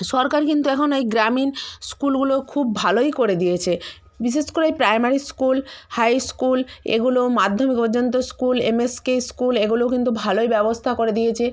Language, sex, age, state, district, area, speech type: Bengali, female, 45-60, West Bengal, Purba Medinipur, rural, spontaneous